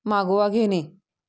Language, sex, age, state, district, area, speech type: Marathi, female, 30-45, Maharashtra, Sangli, rural, read